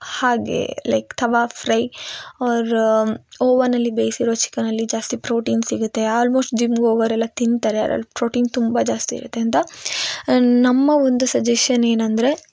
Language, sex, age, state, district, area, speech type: Kannada, female, 18-30, Karnataka, Chikkamagaluru, rural, spontaneous